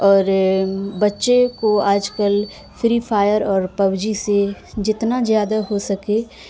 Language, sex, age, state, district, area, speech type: Urdu, female, 18-30, Bihar, Madhubani, rural, spontaneous